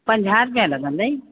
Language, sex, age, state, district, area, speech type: Sindhi, female, 45-60, Rajasthan, Ajmer, urban, conversation